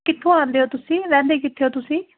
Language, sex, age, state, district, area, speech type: Punjabi, female, 18-30, Punjab, Fazilka, rural, conversation